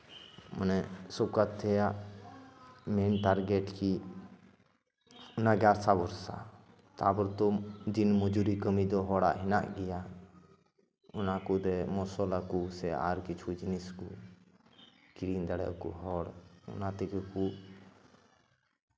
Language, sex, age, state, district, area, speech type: Santali, male, 30-45, West Bengal, Paschim Bardhaman, rural, spontaneous